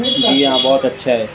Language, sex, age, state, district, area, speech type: Urdu, male, 18-30, Maharashtra, Nashik, urban, spontaneous